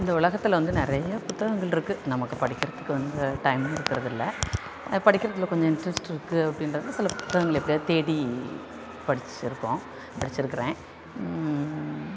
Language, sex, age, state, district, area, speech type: Tamil, female, 45-60, Tamil Nadu, Thanjavur, rural, spontaneous